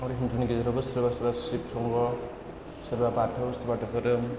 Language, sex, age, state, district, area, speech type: Bodo, male, 30-45, Assam, Chirang, rural, spontaneous